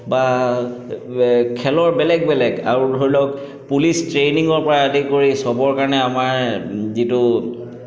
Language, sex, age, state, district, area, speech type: Assamese, male, 30-45, Assam, Chirang, urban, spontaneous